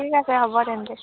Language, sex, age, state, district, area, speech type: Assamese, female, 18-30, Assam, Sivasagar, rural, conversation